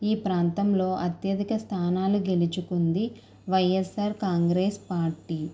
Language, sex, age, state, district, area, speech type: Telugu, female, 18-30, Andhra Pradesh, Konaseema, rural, spontaneous